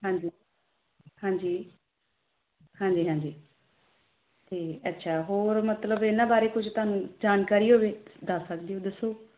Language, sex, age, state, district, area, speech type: Punjabi, female, 30-45, Punjab, Tarn Taran, rural, conversation